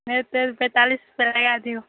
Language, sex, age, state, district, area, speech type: Maithili, female, 45-60, Bihar, Saharsa, rural, conversation